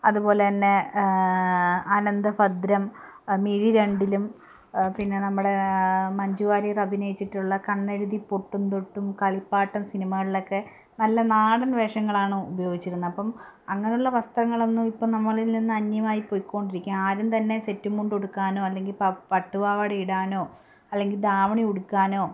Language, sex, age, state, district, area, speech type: Malayalam, female, 18-30, Kerala, Palakkad, rural, spontaneous